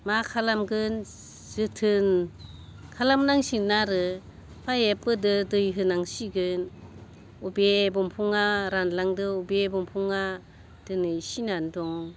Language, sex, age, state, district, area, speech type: Bodo, female, 60+, Assam, Baksa, rural, spontaneous